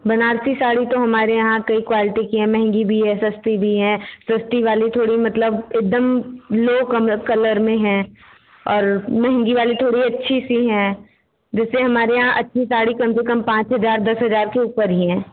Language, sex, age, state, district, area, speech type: Hindi, female, 18-30, Uttar Pradesh, Bhadohi, rural, conversation